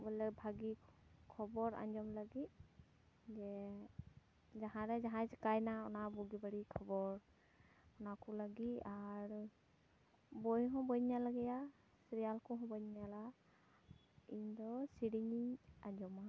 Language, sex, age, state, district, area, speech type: Santali, female, 18-30, West Bengal, Purba Bardhaman, rural, spontaneous